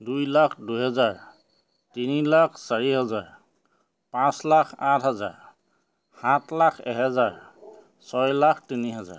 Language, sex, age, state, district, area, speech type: Assamese, male, 45-60, Assam, Charaideo, urban, spontaneous